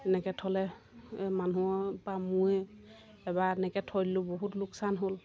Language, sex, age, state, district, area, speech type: Assamese, female, 30-45, Assam, Golaghat, rural, spontaneous